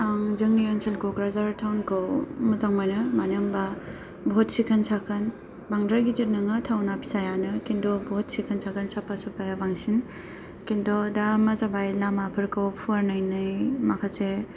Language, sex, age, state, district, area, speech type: Bodo, female, 30-45, Assam, Kokrajhar, rural, spontaneous